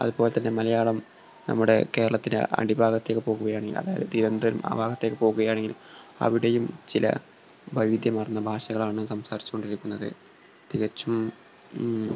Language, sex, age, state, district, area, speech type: Malayalam, male, 18-30, Kerala, Malappuram, rural, spontaneous